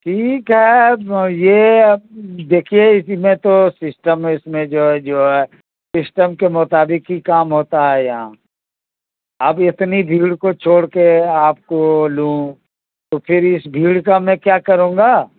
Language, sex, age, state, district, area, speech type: Urdu, male, 60+, Bihar, Khagaria, rural, conversation